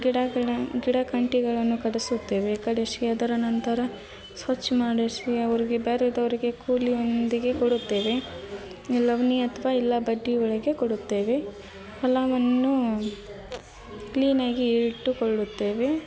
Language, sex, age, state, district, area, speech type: Kannada, female, 18-30, Karnataka, Gadag, urban, spontaneous